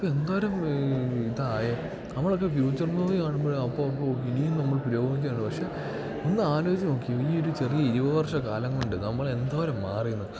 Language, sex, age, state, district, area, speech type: Malayalam, male, 18-30, Kerala, Idukki, rural, spontaneous